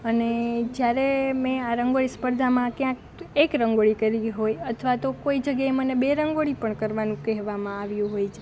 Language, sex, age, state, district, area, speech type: Gujarati, female, 18-30, Gujarat, Rajkot, rural, spontaneous